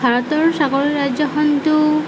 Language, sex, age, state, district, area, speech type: Assamese, female, 45-60, Assam, Nagaon, rural, spontaneous